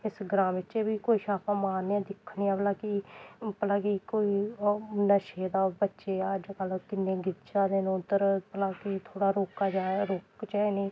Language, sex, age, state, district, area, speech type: Dogri, female, 18-30, Jammu and Kashmir, Samba, rural, spontaneous